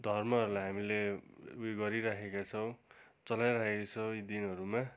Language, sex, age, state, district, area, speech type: Nepali, male, 30-45, West Bengal, Darjeeling, rural, spontaneous